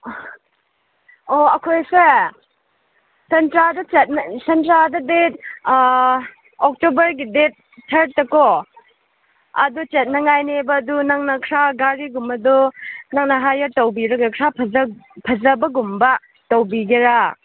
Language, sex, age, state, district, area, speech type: Manipuri, female, 18-30, Manipur, Chandel, rural, conversation